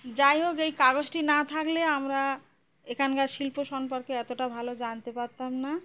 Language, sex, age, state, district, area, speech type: Bengali, female, 30-45, West Bengal, Uttar Dinajpur, urban, spontaneous